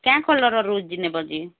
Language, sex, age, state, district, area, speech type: Odia, female, 30-45, Odisha, Bargarh, urban, conversation